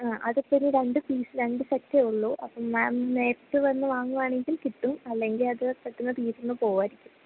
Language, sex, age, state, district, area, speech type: Malayalam, female, 18-30, Kerala, Idukki, rural, conversation